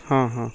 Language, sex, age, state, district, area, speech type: Odia, male, 30-45, Odisha, Malkangiri, urban, spontaneous